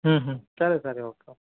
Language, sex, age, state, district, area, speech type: Telugu, male, 30-45, Andhra Pradesh, Krishna, urban, conversation